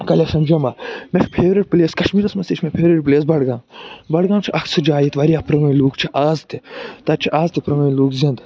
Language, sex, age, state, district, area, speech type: Kashmiri, male, 45-60, Jammu and Kashmir, Budgam, urban, spontaneous